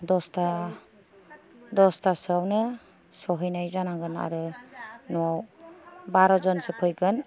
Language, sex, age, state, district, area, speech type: Bodo, female, 45-60, Assam, Kokrajhar, rural, spontaneous